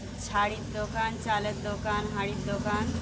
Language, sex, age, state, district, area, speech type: Bengali, female, 45-60, West Bengal, Birbhum, urban, spontaneous